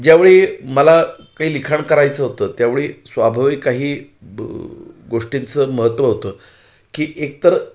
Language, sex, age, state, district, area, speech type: Marathi, male, 45-60, Maharashtra, Pune, urban, spontaneous